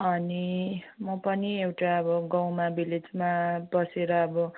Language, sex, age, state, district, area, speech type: Nepali, female, 30-45, West Bengal, Kalimpong, rural, conversation